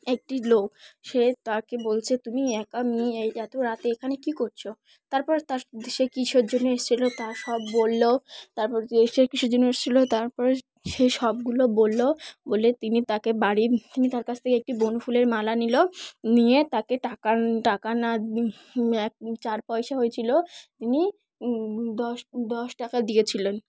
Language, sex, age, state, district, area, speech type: Bengali, female, 18-30, West Bengal, Dakshin Dinajpur, urban, spontaneous